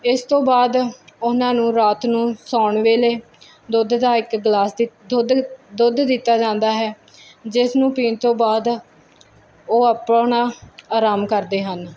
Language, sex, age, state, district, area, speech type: Punjabi, female, 18-30, Punjab, Muktsar, rural, spontaneous